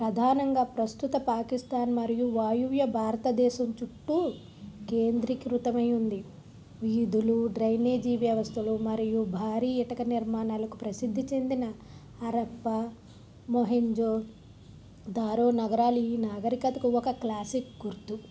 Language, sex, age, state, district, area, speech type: Telugu, female, 30-45, Andhra Pradesh, Vizianagaram, urban, spontaneous